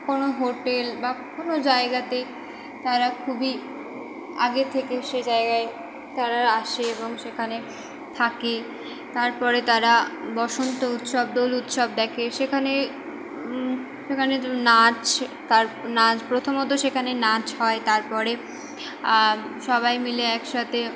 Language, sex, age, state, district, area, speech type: Bengali, female, 18-30, West Bengal, Purba Bardhaman, urban, spontaneous